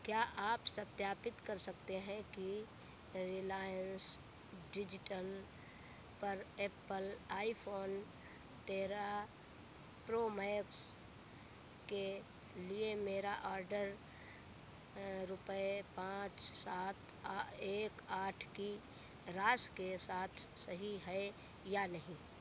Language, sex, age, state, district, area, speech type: Hindi, female, 60+, Uttar Pradesh, Sitapur, rural, read